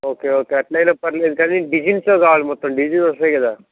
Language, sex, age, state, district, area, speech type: Telugu, male, 18-30, Telangana, Nalgonda, rural, conversation